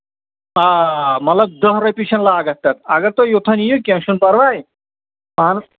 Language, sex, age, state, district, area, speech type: Kashmiri, male, 30-45, Jammu and Kashmir, Anantnag, rural, conversation